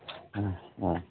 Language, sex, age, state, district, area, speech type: Manipuri, male, 45-60, Manipur, Churachandpur, rural, conversation